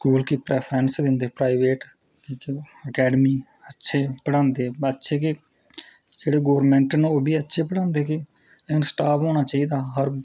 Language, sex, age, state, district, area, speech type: Dogri, male, 30-45, Jammu and Kashmir, Udhampur, rural, spontaneous